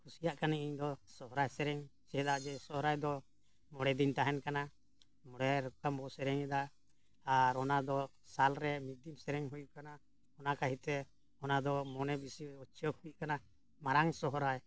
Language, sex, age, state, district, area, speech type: Santali, male, 60+, Jharkhand, Bokaro, rural, spontaneous